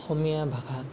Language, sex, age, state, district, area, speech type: Assamese, male, 18-30, Assam, Lakhimpur, rural, spontaneous